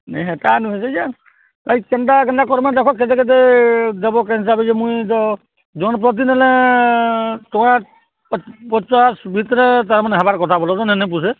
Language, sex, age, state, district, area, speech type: Odia, male, 60+, Odisha, Balangir, urban, conversation